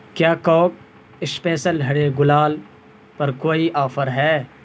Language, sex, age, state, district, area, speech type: Urdu, male, 18-30, Bihar, Purnia, rural, read